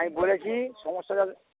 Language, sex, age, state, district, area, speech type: Bengali, male, 45-60, West Bengal, North 24 Parganas, urban, conversation